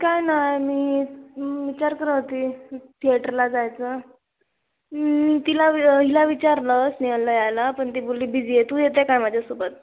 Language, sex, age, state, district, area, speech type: Marathi, female, 18-30, Maharashtra, Ratnagiri, rural, conversation